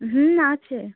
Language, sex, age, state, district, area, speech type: Bengali, female, 45-60, West Bengal, South 24 Parganas, rural, conversation